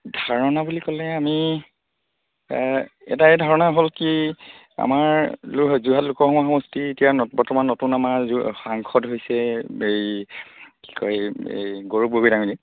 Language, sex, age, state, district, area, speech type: Assamese, male, 30-45, Assam, Charaideo, rural, conversation